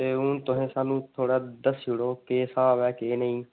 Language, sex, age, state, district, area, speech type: Dogri, male, 18-30, Jammu and Kashmir, Samba, urban, conversation